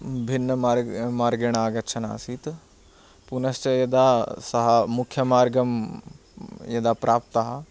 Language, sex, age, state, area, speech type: Sanskrit, male, 18-30, Haryana, rural, spontaneous